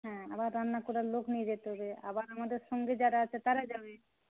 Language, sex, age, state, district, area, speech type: Bengali, female, 60+, West Bengal, Jhargram, rural, conversation